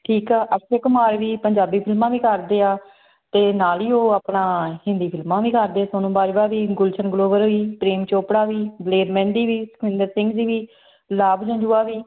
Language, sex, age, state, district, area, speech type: Punjabi, female, 30-45, Punjab, Tarn Taran, rural, conversation